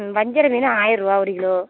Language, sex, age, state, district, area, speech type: Tamil, female, 30-45, Tamil Nadu, Thoothukudi, rural, conversation